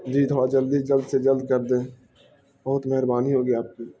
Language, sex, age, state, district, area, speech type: Urdu, male, 18-30, Bihar, Gaya, urban, spontaneous